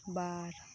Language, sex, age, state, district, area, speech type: Santali, female, 18-30, West Bengal, Birbhum, rural, read